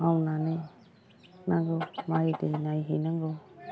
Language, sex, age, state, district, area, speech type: Bodo, female, 45-60, Assam, Chirang, rural, spontaneous